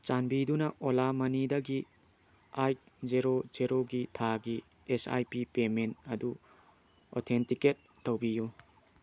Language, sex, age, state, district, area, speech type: Manipuri, male, 18-30, Manipur, Tengnoupal, rural, read